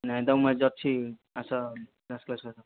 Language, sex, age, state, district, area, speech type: Odia, male, 30-45, Odisha, Nayagarh, rural, conversation